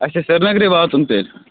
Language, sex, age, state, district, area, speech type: Kashmiri, male, 30-45, Jammu and Kashmir, Bandipora, rural, conversation